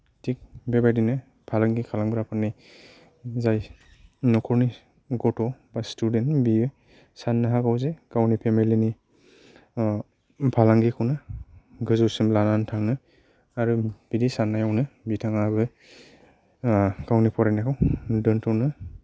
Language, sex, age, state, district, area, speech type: Bodo, male, 30-45, Assam, Kokrajhar, rural, spontaneous